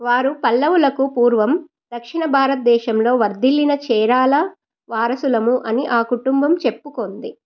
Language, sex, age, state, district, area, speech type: Telugu, female, 45-60, Telangana, Medchal, rural, read